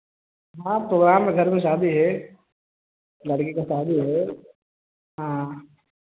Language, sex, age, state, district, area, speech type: Hindi, male, 30-45, Uttar Pradesh, Prayagraj, rural, conversation